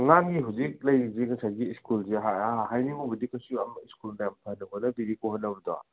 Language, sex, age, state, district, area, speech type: Manipuri, male, 30-45, Manipur, Senapati, rural, conversation